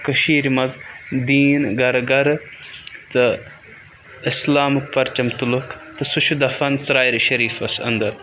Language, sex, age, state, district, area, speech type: Kashmiri, male, 18-30, Jammu and Kashmir, Budgam, rural, spontaneous